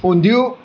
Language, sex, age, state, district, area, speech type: Gujarati, male, 60+, Gujarat, Surat, urban, spontaneous